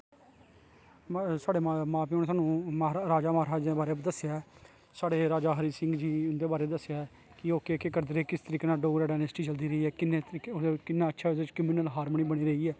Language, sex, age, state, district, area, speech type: Dogri, male, 30-45, Jammu and Kashmir, Kathua, urban, spontaneous